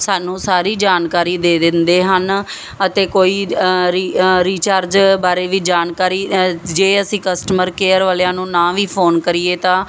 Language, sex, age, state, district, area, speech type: Punjabi, female, 30-45, Punjab, Muktsar, urban, spontaneous